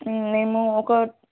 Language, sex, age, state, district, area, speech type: Telugu, female, 18-30, Telangana, Mahabubabad, rural, conversation